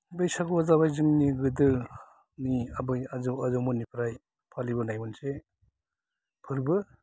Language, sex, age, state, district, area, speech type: Bodo, male, 45-60, Assam, Kokrajhar, rural, spontaneous